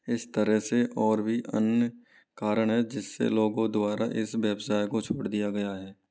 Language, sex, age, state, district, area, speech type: Hindi, male, 30-45, Rajasthan, Karauli, rural, spontaneous